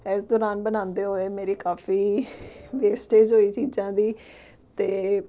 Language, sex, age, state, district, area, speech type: Punjabi, female, 30-45, Punjab, Amritsar, urban, spontaneous